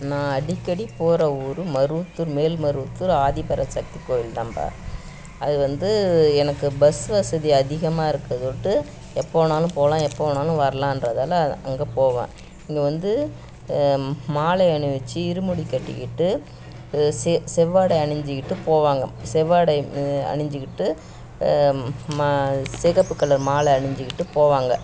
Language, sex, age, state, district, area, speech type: Tamil, female, 60+, Tamil Nadu, Kallakurichi, rural, spontaneous